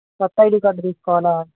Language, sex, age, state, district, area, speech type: Telugu, male, 18-30, Andhra Pradesh, Guntur, urban, conversation